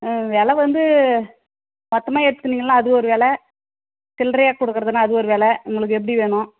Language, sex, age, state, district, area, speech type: Tamil, female, 30-45, Tamil Nadu, Tirupattur, rural, conversation